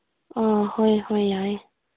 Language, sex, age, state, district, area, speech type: Manipuri, female, 18-30, Manipur, Senapati, rural, conversation